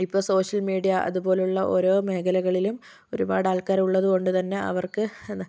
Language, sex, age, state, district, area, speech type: Malayalam, female, 18-30, Kerala, Kozhikode, urban, spontaneous